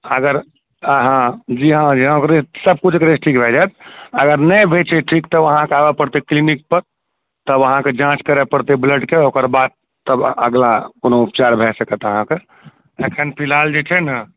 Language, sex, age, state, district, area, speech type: Maithili, male, 30-45, Bihar, Purnia, rural, conversation